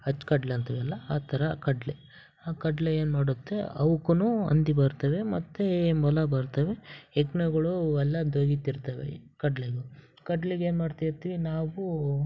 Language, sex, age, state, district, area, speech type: Kannada, male, 18-30, Karnataka, Chitradurga, rural, spontaneous